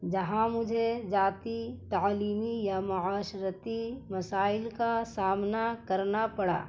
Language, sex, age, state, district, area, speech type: Urdu, female, 30-45, Bihar, Gaya, urban, spontaneous